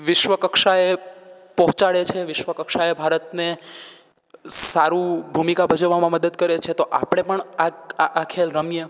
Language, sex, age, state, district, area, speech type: Gujarati, male, 18-30, Gujarat, Rajkot, rural, spontaneous